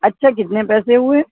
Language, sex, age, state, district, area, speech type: Urdu, male, 18-30, Uttar Pradesh, Shahjahanpur, rural, conversation